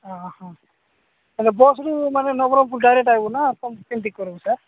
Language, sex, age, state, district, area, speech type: Odia, male, 45-60, Odisha, Nabarangpur, rural, conversation